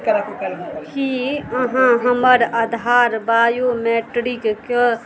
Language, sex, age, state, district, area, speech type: Maithili, female, 30-45, Bihar, Madhubani, rural, read